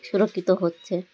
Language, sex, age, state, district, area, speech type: Bengali, female, 30-45, West Bengal, Birbhum, urban, spontaneous